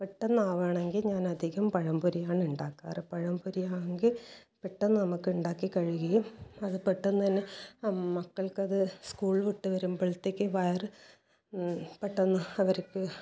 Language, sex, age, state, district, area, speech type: Malayalam, female, 45-60, Kerala, Kasaragod, rural, spontaneous